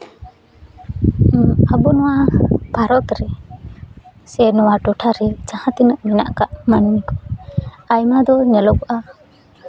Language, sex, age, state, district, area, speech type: Santali, female, 18-30, West Bengal, Jhargram, rural, spontaneous